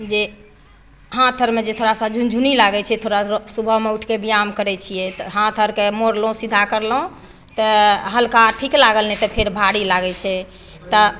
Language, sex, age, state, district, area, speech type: Maithili, female, 60+, Bihar, Madhepura, urban, spontaneous